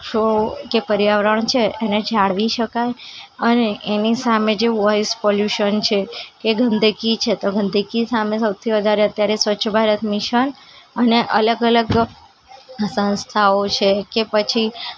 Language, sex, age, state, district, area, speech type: Gujarati, female, 18-30, Gujarat, Ahmedabad, urban, spontaneous